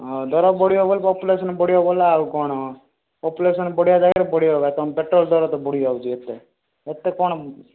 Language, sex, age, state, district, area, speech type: Odia, male, 18-30, Odisha, Rayagada, urban, conversation